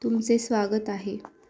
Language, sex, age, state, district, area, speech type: Marathi, female, 18-30, Maharashtra, Ahmednagar, rural, read